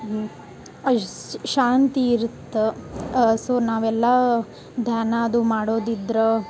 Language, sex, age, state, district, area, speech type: Kannada, female, 18-30, Karnataka, Gadag, urban, spontaneous